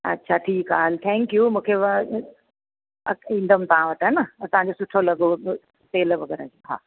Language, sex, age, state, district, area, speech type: Sindhi, female, 45-60, Gujarat, Surat, urban, conversation